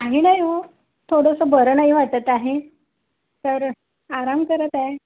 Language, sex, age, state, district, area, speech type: Marathi, female, 30-45, Maharashtra, Yavatmal, rural, conversation